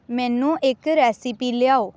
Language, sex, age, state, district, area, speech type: Punjabi, female, 18-30, Punjab, Amritsar, urban, read